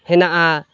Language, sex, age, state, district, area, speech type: Santali, male, 18-30, West Bengal, Purulia, rural, spontaneous